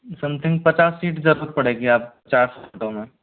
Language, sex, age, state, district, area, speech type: Hindi, male, 30-45, Rajasthan, Jaipur, urban, conversation